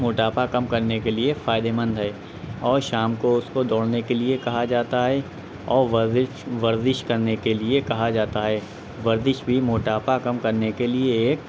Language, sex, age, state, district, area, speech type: Urdu, male, 18-30, Uttar Pradesh, Shahjahanpur, rural, spontaneous